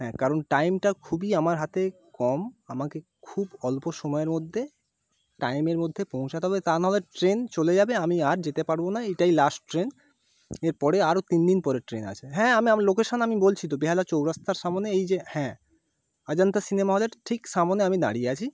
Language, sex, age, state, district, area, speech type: Bengali, male, 30-45, West Bengal, North 24 Parganas, urban, spontaneous